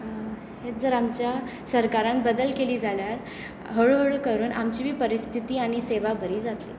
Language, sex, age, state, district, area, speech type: Goan Konkani, female, 18-30, Goa, Tiswadi, rural, spontaneous